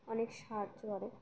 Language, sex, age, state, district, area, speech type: Bengali, female, 18-30, West Bengal, Uttar Dinajpur, urban, spontaneous